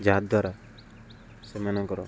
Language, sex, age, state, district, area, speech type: Odia, male, 18-30, Odisha, Kendujhar, urban, spontaneous